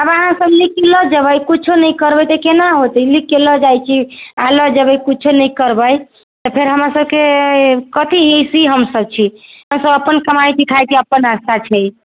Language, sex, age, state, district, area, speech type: Maithili, female, 18-30, Bihar, Samastipur, urban, conversation